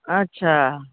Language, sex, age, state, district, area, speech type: Hindi, female, 45-60, Bihar, Darbhanga, rural, conversation